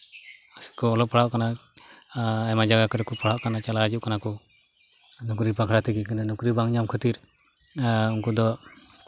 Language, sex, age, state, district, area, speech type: Santali, male, 30-45, West Bengal, Malda, rural, spontaneous